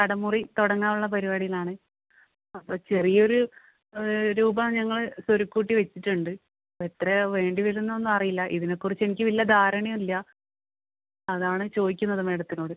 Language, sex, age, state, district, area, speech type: Malayalam, female, 18-30, Kerala, Kannur, rural, conversation